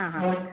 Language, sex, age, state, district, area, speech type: Malayalam, female, 18-30, Kerala, Kannur, rural, conversation